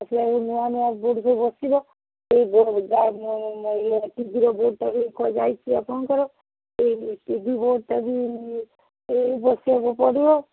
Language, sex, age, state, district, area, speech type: Odia, female, 60+, Odisha, Gajapati, rural, conversation